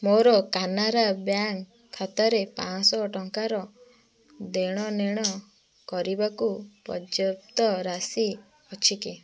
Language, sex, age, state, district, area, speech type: Odia, female, 18-30, Odisha, Kendujhar, urban, read